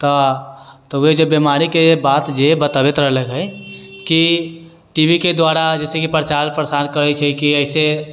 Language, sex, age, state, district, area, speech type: Maithili, male, 18-30, Bihar, Sitamarhi, urban, spontaneous